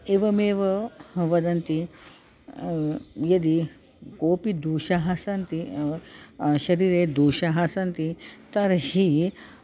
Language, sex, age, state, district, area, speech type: Sanskrit, female, 45-60, Maharashtra, Nagpur, urban, spontaneous